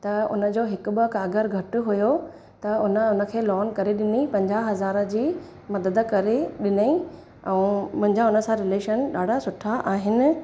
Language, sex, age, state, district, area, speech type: Sindhi, female, 30-45, Gujarat, Surat, urban, spontaneous